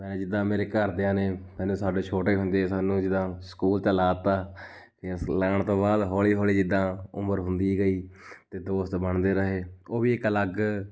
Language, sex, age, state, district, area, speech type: Punjabi, male, 18-30, Punjab, Shaheed Bhagat Singh Nagar, urban, spontaneous